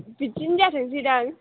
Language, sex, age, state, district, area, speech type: Bodo, female, 18-30, Assam, Chirang, rural, conversation